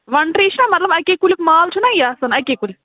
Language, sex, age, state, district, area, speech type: Kashmiri, female, 30-45, Jammu and Kashmir, Anantnag, rural, conversation